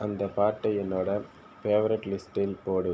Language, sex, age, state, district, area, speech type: Tamil, male, 18-30, Tamil Nadu, Viluppuram, rural, read